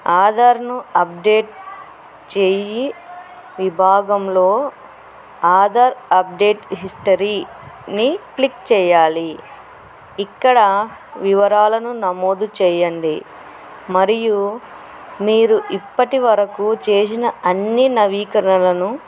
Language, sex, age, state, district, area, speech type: Telugu, female, 45-60, Andhra Pradesh, Kurnool, urban, spontaneous